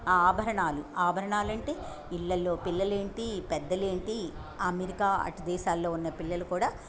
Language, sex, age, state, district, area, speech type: Telugu, female, 60+, Andhra Pradesh, Bapatla, urban, spontaneous